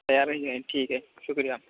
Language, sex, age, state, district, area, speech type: Urdu, male, 30-45, Uttar Pradesh, Muzaffarnagar, urban, conversation